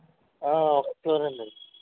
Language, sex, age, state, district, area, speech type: Telugu, male, 30-45, Andhra Pradesh, East Godavari, rural, conversation